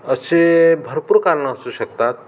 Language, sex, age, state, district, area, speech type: Marathi, male, 45-60, Maharashtra, Amravati, rural, spontaneous